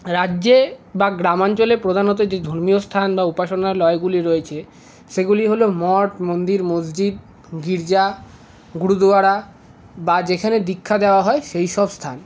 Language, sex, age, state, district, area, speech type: Bengali, male, 45-60, West Bengal, Paschim Bardhaman, urban, spontaneous